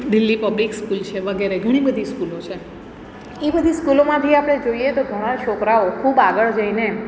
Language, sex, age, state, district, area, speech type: Gujarati, female, 45-60, Gujarat, Surat, urban, spontaneous